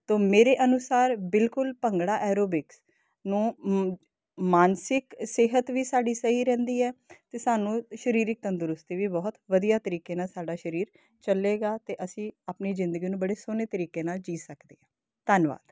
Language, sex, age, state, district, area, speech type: Punjabi, female, 30-45, Punjab, Kapurthala, urban, spontaneous